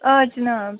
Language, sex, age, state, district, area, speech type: Kashmiri, female, 30-45, Jammu and Kashmir, Baramulla, rural, conversation